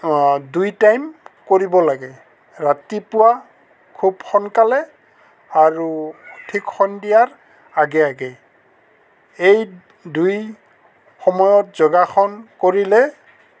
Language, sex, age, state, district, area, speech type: Assamese, male, 60+, Assam, Goalpara, urban, spontaneous